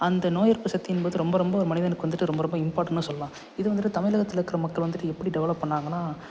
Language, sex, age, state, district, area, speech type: Tamil, male, 18-30, Tamil Nadu, Salem, urban, spontaneous